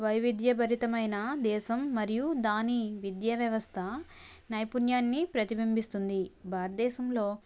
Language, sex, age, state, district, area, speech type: Telugu, female, 18-30, Andhra Pradesh, Konaseema, rural, spontaneous